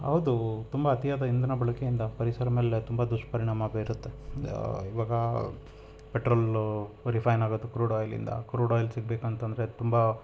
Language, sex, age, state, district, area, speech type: Kannada, male, 30-45, Karnataka, Chitradurga, rural, spontaneous